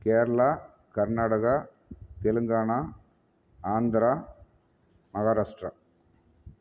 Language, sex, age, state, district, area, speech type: Tamil, male, 30-45, Tamil Nadu, Namakkal, rural, spontaneous